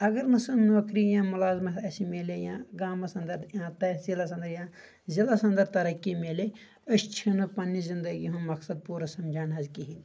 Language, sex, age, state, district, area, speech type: Kashmiri, male, 30-45, Jammu and Kashmir, Kulgam, rural, spontaneous